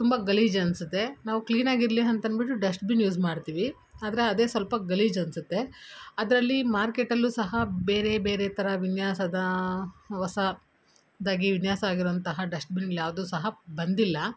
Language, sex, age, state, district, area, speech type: Kannada, female, 30-45, Karnataka, Kolar, urban, spontaneous